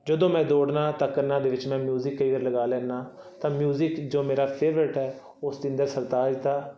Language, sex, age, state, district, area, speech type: Punjabi, male, 30-45, Punjab, Fazilka, urban, spontaneous